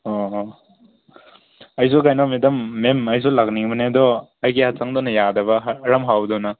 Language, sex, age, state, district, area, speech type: Manipuri, male, 18-30, Manipur, Senapati, rural, conversation